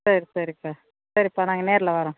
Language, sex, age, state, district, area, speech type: Tamil, female, 60+, Tamil Nadu, Tiruvannamalai, rural, conversation